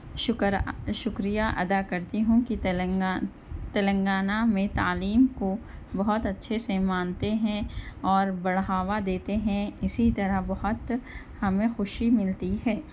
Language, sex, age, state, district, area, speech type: Urdu, female, 30-45, Telangana, Hyderabad, urban, spontaneous